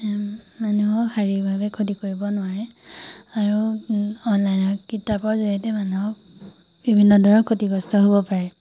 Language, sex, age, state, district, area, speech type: Assamese, female, 18-30, Assam, Majuli, urban, spontaneous